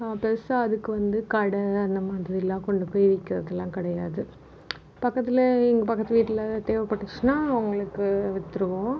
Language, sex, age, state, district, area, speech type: Tamil, female, 30-45, Tamil Nadu, Mayiladuthurai, rural, spontaneous